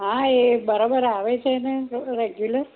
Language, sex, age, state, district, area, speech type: Gujarati, female, 60+, Gujarat, Kheda, rural, conversation